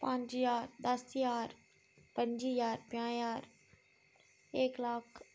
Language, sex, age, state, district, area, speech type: Dogri, female, 30-45, Jammu and Kashmir, Udhampur, rural, spontaneous